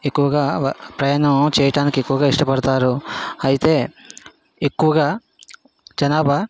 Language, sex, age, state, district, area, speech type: Telugu, male, 60+, Andhra Pradesh, Vizianagaram, rural, spontaneous